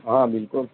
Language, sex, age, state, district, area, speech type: Urdu, male, 18-30, Maharashtra, Nashik, urban, conversation